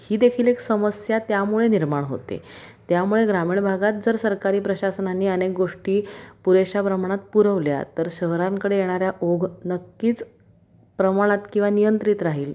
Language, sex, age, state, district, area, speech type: Marathi, female, 30-45, Maharashtra, Pune, urban, spontaneous